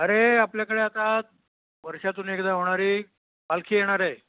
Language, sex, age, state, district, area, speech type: Marathi, male, 60+, Maharashtra, Nashik, urban, conversation